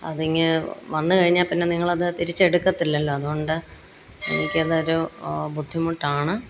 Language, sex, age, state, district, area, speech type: Malayalam, female, 45-60, Kerala, Pathanamthitta, rural, spontaneous